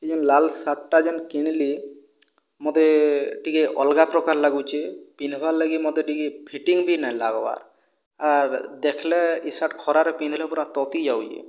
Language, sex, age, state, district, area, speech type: Odia, male, 45-60, Odisha, Boudh, rural, spontaneous